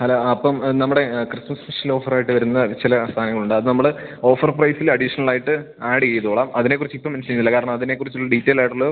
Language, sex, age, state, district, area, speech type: Malayalam, male, 18-30, Kerala, Idukki, rural, conversation